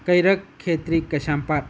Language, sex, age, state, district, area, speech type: Manipuri, male, 30-45, Manipur, Imphal East, rural, spontaneous